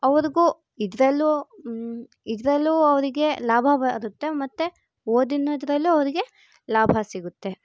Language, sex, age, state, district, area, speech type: Kannada, female, 18-30, Karnataka, Chitradurga, urban, spontaneous